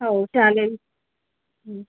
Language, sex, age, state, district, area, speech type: Marathi, female, 45-60, Maharashtra, Nagpur, urban, conversation